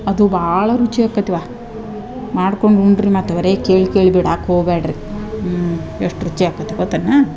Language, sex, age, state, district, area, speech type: Kannada, female, 45-60, Karnataka, Dharwad, rural, spontaneous